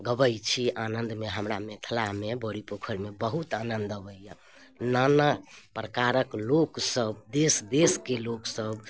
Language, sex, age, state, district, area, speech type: Maithili, female, 30-45, Bihar, Muzaffarpur, urban, spontaneous